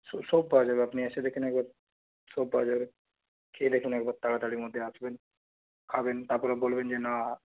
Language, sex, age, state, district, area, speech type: Bengali, male, 18-30, West Bengal, Purulia, rural, conversation